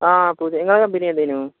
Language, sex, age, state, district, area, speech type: Malayalam, male, 18-30, Kerala, Malappuram, rural, conversation